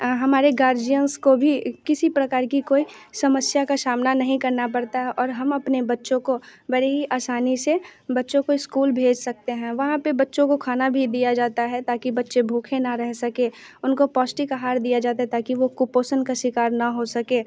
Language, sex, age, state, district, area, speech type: Hindi, female, 18-30, Bihar, Muzaffarpur, rural, spontaneous